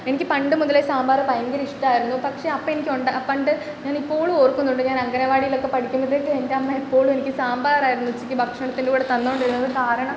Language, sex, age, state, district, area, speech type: Malayalam, female, 18-30, Kerala, Kottayam, rural, spontaneous